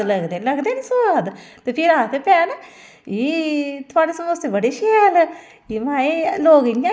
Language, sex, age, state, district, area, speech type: Dogri, female, 45-60, Jammu and Kashmir, Samba, rural, spontaneous